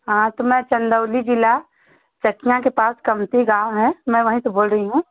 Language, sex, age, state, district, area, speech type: Hindi, female, 30-45, Uttar Pradesh, Chandauli, rural, conversation